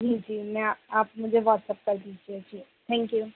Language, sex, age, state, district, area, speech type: Hindi, female, 18-30, Madhya Pradesh, Chhindwara, urban, conversation